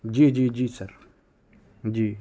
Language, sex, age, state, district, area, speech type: Urdu, male, 18-30, Uttar Pradesh, Muzaffarnagar, urban, spontaneous